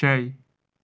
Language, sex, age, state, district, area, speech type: Kashmiri, male, 18-30, Jammu and Kashmir, Ganderbal, rural, read